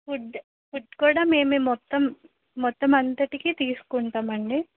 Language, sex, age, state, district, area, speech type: Telugu, female, 18-30, Andhra Pradesh, Vizianagaram, rural, conversation